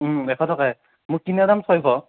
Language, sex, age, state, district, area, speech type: Assamese, male, 18-30, Assam, Darrang, rural, conversation